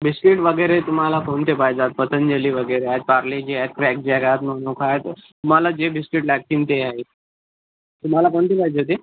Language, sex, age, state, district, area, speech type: Marathi, male, 18-30, Maharashtra, Akola, rural, conversation